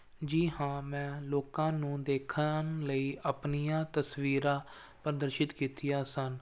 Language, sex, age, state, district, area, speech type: Punjabi, male, 18-30, Punjab, Firozpur, urban, spontaneous